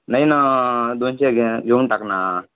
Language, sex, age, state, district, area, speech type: Marathi, male, 18-30, Maharashtra, Amravati, rural, conversation